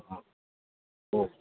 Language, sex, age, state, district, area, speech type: Gujarati, male, 30-45, Gujarat, Morbi, rural, conversation